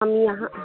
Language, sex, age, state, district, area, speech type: Hindi, female, 45-60, Bihar, Madhepura, rural, conversation